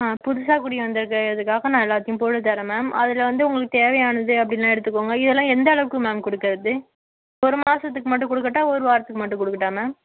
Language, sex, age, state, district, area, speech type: Tamil, female, 60+, Tamil Nadu, Cuddalore, rural, conversation